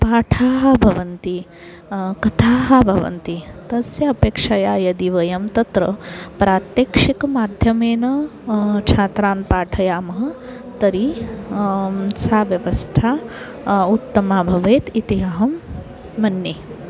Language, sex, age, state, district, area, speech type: Sanskrit, female, 30-45, Maharashtra, Nagpur, urban, spontaneous